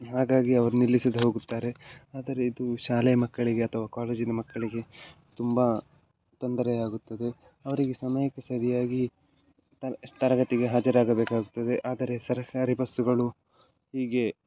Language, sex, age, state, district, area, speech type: Kannada, male, 18-30, Karnataka, Dakshina Kannada, urban, spontaneous